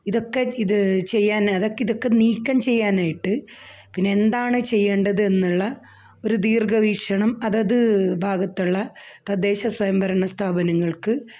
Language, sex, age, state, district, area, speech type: Malayalam, female, 45-60, Kerala, Kasaragod, rural, spontaneous